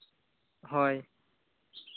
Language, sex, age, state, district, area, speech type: Santali, male, 18-30, Jharkhand, East Singhbhum, rural, conversation